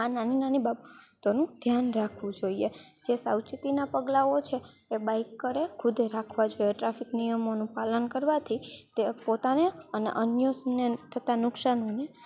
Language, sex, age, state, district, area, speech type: Gujarati, female, 18-30, Gujarat, Rajkot, rural, spontaneous